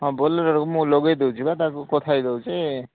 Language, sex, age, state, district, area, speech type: Odia, male, 30-45, Odisha, Koraput, urban, conversation